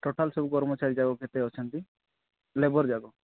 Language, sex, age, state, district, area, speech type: Odia, male, 18-30, Odisha, Nabarangpur, urban, conversation